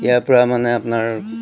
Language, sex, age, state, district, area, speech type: Assamese, male, 45-60, Assam, Jorhat, urban, spontaneous